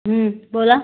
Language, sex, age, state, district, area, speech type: Marathi, female, 45-60, Maharashtra, Raigad, rural, conversation